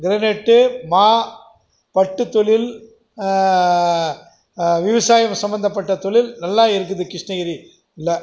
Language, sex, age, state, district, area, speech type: Tamil, male, 60+, Tamil Nadu, Krishnagiri, rural, spontaneous